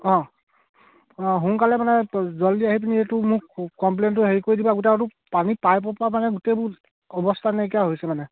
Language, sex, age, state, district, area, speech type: Assamese, male, 30-45, Assam, Sivasagar, rural, conversation